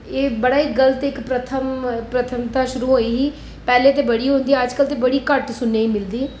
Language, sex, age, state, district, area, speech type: Dogri, female, 30-45, Jammu and Kashmir, Reasi, urban, spontaneous